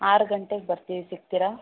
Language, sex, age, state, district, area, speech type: Kannada, female, 30-45, Karnataka, Bangalore Urban, rural, conversation